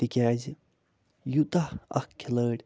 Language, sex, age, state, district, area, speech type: Kashmiri, male, 45-60, Jammu and Kashmir, Budgam, urban, spontaneous